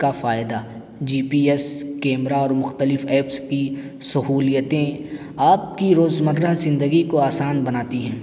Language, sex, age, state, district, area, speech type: Urdu, male, 18-30, Uttar Pradesh, Siddharthnagar, rural, spontaneous